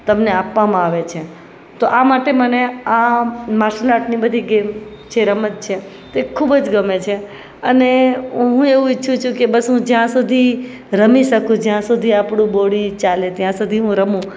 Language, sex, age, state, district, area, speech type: Gujarati, female, 30-45, Gujarat, Rajkot, urban, spontaneous